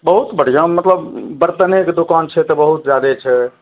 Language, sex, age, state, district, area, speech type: Maithili, male, 45-60, Bihar, Araria, urban, conversation